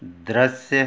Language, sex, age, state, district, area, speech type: Hindi, male, 60+, Madhya Pradesh, Betul, rural, read